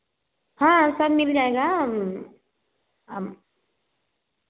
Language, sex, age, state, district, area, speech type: Hindi, female, 30-45, Uttar Pradesh, Varanasi, urban, conversation